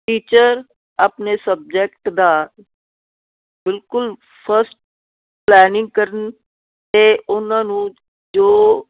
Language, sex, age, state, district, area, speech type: Punjabi, female, 60+, Punjab, Firozpur, urban, conversation